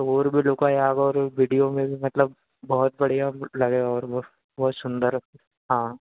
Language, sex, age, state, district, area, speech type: Hindi, male, 30-45, Madhya Pradesh, Harda, urban, conversation